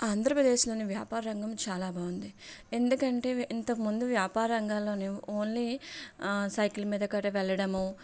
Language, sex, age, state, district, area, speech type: Telugu, female, 30-45, Andhra Pradesh, Anakapalli, urban, spontaneous